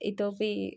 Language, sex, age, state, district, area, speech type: Sanskrit, female, 30-45, Telangana, Karimnagar, urban, spontaneous